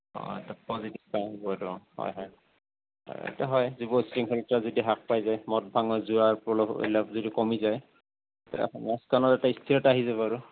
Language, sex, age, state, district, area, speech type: Assamese, male, 30-45, Assam, Goalpara, rural, conversation